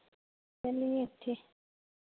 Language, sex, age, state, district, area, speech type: Hindi, female, 45-60, Bihar, Begusarai, urban, conversation